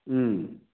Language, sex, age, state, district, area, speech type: Manipuri, male, 45-60, Manipur, Churachandpur, urban, conversation